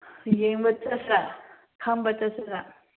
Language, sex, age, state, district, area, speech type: Manipuri, female, 30-45, Manipur, Senapati, rural, conversation